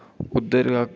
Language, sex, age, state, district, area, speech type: Dogri, male, 18-30, Jammu and Kashmir, Udhampur, rural, spontaneous